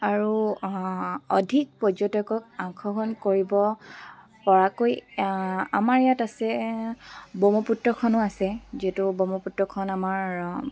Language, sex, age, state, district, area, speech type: Assamese, female, 18-30, Assam, Dibrugarh, rural, spontaneous